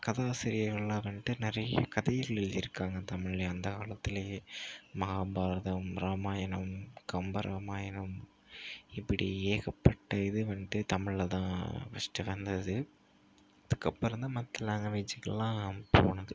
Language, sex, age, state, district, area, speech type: Tamil, male, 45-60, Tamil Nadu, Ariyalur, rural, spontaneous